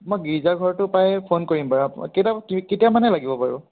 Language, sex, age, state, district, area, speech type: Assamese, male, 18-30, Assam, Lakhimpur, rural, conversation